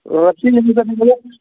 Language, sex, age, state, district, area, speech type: Kannada, male, 30-45, Karnataka, Belgaum, rural, conversation